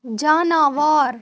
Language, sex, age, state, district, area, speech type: Kashmiri, female, 18-30, Jammu and Kashmir, Baramulla, urban, read